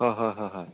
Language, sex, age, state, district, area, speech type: Assamese, male, 45-60, Assam, Sivasagar, rural, conversation